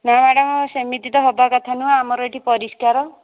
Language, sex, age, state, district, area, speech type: Odia, female, 45-60, Odisha, Angul, rural, conversation